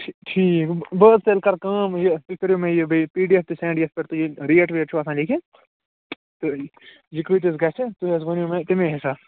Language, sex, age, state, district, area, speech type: Kashmiri, male, 30-45, Jammu and Kashmir, Ganderbal, urban, conversation